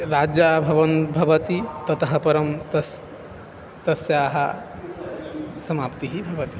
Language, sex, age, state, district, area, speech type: Sanskrit, male, 18-30, Odisha, Balangir, rural, spontaneous